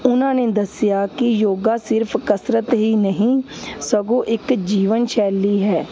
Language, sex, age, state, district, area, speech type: Punjabi, female, 30-45, Punjab, Hoshiarpur, urban, spontaneous